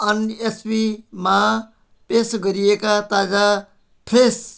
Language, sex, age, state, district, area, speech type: Nepali, male, 60+, West Bengal, Jalpaiguri, rural, read